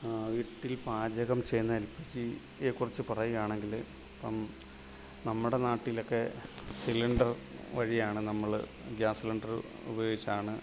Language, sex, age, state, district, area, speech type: Malayalam, male, 45-60, Kerala, Alappuzha, rural, spontaneous